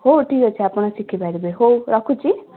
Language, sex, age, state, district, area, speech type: Odia, female, 18-30, Odisha, Ganjam, urban, conversation